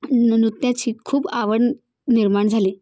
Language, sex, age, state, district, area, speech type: Marathi, female, 18-30, Maharashtra, Bhandara, rural, spontaneous